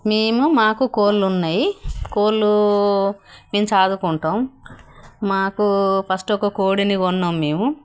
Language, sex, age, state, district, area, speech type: Telugu, female, 60+, Telangana, Jagtial, rural, spontaneous